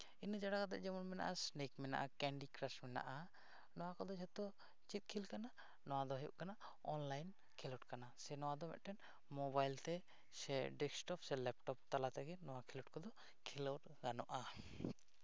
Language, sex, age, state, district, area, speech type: Santali, male, 18-30, West Bengal, Jhargram, rural, spontaneous